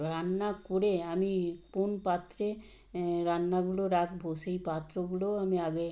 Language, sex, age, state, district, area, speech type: Bengali, female, 60+, West Bengal, Purba Medinipur, rural, spontaneous